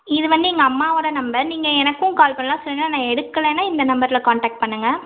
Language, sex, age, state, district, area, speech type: Tamil, female, 45-60, Tamil Nadu, Madurai, urban, conversation